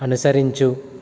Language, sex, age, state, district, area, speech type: Telugu, male, 18-30, Andhra Pradesh, Eluru, rural, read